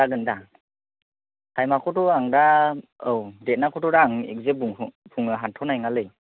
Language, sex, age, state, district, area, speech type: Bodo, male, 18-30, Assam, Chirang, urban, conversation